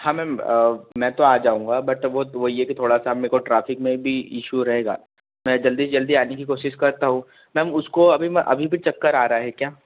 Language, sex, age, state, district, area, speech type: Hindi, male, 18-30, Madhya Pradesh, Betul, urban, conversation